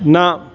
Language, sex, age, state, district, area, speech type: Sanskrit, male, 30-45, Karnataka, Dakshina Kannada, rural, read